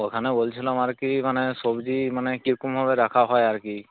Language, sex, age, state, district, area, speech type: Bengali, male, 18-30, West Bengal, Uttar Dinajpur, rural, conversation